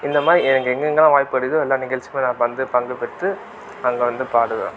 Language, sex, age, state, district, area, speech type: Tamil, male, 18-30, Tamil Nadu, Tiruvannamalai, rural, spontaneous